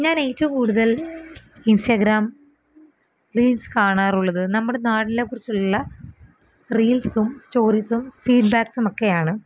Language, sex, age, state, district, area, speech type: Malayalam, female, 18-30, Kerala, Ernakulam, rural, spontaneous